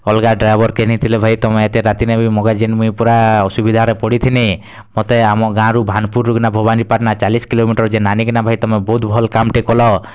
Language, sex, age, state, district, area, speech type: Odia, male, 18-30, Odisha, Kalahandi, rural, spontaneous